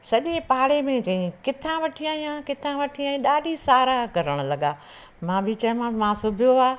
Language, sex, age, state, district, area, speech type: Sindhi, female, 60+, Madhya Pradesh, Katni, urban, spontaneous